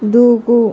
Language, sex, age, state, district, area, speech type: Telugu, female, 45-60, Andhra Pradesh, Visakhapatnam, urban, read